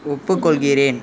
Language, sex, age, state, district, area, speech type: Tamil, male, 18-30, Tamil Nadu, Cuddalore, rural, read